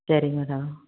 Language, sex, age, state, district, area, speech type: Tamil, female, 45-60, Tamil Nadu, Tiruppur, rural, conversation